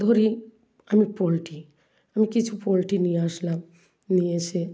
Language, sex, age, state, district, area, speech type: Bengali, female, 60+, West Bengal, South 24 Parganas, rural, spontaneous